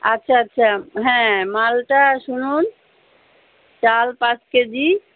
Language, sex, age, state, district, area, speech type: Bengali, female, 60+, West Bengal, Kolkata, urban, conversation